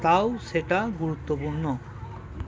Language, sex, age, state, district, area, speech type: Bengali, male, 45-60, West Bengal, Birbhum, urban, read